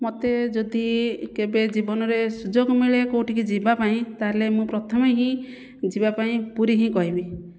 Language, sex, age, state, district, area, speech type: Odia, female, 45-60, Odisha, Jajpur, rural, spontaneous